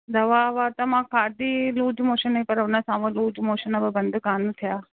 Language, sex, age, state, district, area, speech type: Sindhi, female, 30-45, Rajasthan, Ajmer, urban, conversation